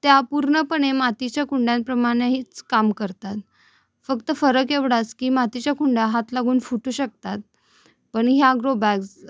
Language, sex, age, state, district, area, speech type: Marathi, female, 18-30, Maharashtra, Sangli, urban, spontaneous